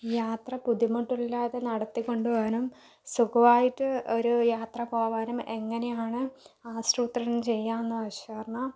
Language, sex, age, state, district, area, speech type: Malayalam, female, 30-45, Kerala, Palakkad, rural, spontaneous